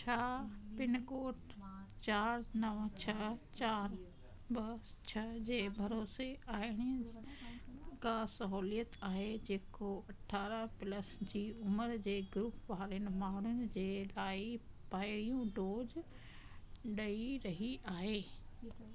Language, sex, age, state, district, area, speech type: Sindhi, female, 45-60, Delhi, South Delhi, rural, read